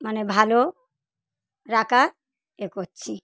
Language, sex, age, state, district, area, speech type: Bengali, female, 45-60, West Bengal, South 24 Parganas, rural, spontaneous